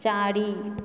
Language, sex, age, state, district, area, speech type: Maithili, female, 30-45, Bihar, Supaul, rural, read